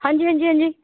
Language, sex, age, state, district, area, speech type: Dogri, female, 18-30, Jammu and Kashmir, Udhampur, rural, conversation